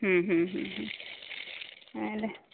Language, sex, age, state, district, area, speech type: Odia, female, 45-60, Odisha, Sambalpur, rural, conversation